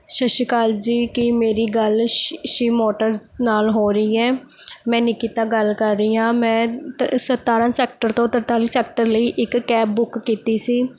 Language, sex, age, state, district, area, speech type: Punjabi, female, 18-30, Punjab, Mohali, rural, spontaneous